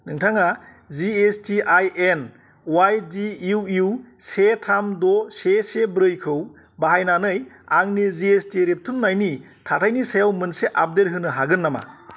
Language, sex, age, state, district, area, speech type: Bodo, male, 30-45, Assam, Kokrajhar, rural, read